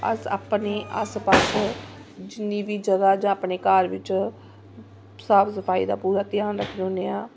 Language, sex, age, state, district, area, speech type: Dogri, female, 30-45, Jammu and Kashmir, Samba, urban, spontaneous